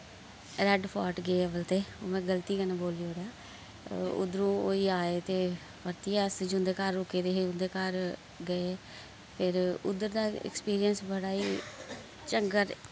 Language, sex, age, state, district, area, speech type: Dogri, female, 18-30, Jammu and Kashmir, Kathua, rural, spontaneous